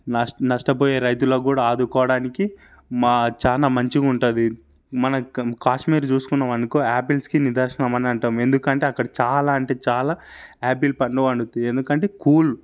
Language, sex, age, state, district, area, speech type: Telugu, male, 18-30, Telangana, Sangareddy, urban, spontaneous